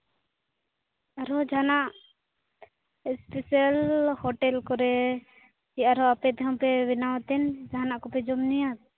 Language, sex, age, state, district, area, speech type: Santali, female, 18-30, Jharkhand, Seraikela Kharsawan, rural, conversation